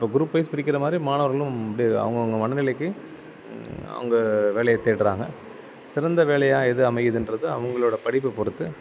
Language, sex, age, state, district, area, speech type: Tamil, male, 30-45, Tamil Nadu, Thanjavur, rural, spontaneous